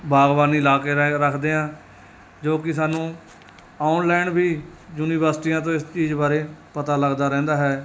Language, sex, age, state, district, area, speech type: Punjabi, male, 30-45, Punjab, Mansa, urban, spontaneous